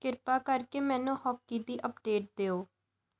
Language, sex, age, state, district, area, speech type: Punjabi, female, 18-30, Punjab, Pathankot, urban, read